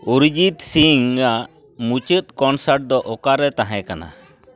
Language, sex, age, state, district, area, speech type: Santali, male, 45-60, West Bengal, Purulia, rural, read